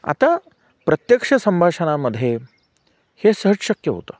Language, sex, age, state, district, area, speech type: Marathi, male, 45-60, Maharashtra, Nanded, urban, spontaneous